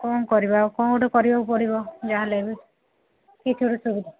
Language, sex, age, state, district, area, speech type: Odia, female, 60+, Odisha, Gajapati, rural, conversation